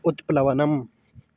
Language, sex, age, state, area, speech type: Sanskrit, male, 18-30, Uttarakhand, urban, read